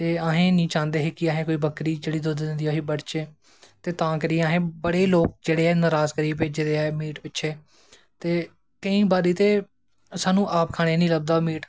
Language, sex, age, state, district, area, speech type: Dogri, male, 18-30, Jammu and Kashmir, Jammu, rural, spontaneous